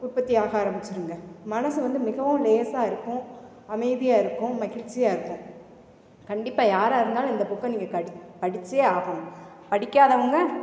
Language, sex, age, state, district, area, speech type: Tamil, female, 30-45, Tamil Nadu, Perambalur, rural, spontaneous